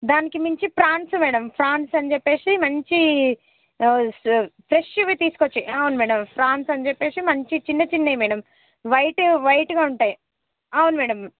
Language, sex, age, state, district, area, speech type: Telugu, female, 30-45, Telangana, Ranga Reddy, rural, conversation